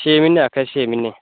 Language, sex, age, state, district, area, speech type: Dogri, male, 18-30, Jammu and Kashmir, Kathua, rural, conversation